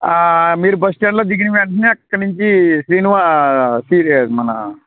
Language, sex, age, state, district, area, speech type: Telugu, male, 45-60, Andhra Pradesh, West Godavari, rural, conversation